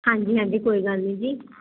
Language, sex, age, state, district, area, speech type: Punjabi, female, 30-45, Punjab, Firozpur, rural, conversation